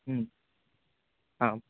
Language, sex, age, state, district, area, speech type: Sanskrit, male, 18-30, West Bengal, Paschim Medinipur, rural, conversation